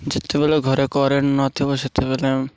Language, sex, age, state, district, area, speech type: Odia, male, 18-30, Odisha, Malkangiri, urban, spontaneous